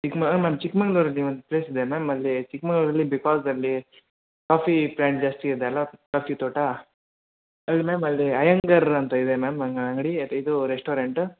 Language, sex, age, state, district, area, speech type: Kannada, male, 18-30, Karnataka, Bangalore Urban, urban, conversation